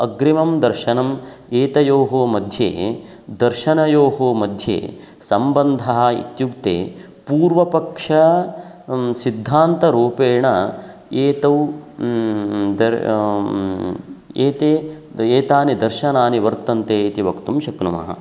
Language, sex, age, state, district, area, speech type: Sanskrit, male, 45-60, Karnataka, Uttara Kannada, rural, spontaneous